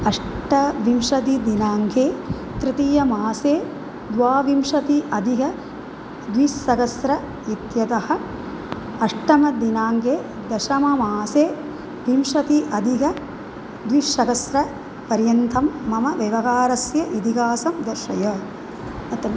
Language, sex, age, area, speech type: Sanskrit, female, 45-60, urban, read